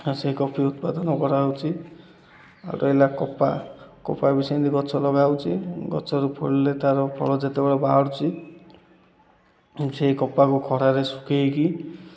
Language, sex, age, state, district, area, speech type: Odia, male, 18-30, Odisha, Koraput, urban, spontaneous